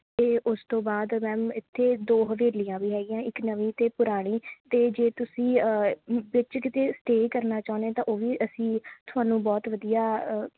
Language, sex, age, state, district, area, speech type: Punjabi, female, 18-30, Punjab, Shaheed Bhagat Singh Nagar, rural, conversation